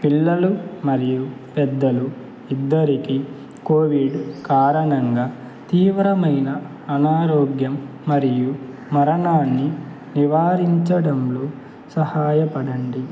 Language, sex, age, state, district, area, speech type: Telugu, male, 18-30, Andhra Pradesh, Annamaya, rural, spontaneous